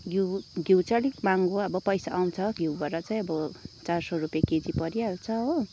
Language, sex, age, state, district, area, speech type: Nepali, female, 30-45, West Bengal, Kalimpong, rural, spontaneous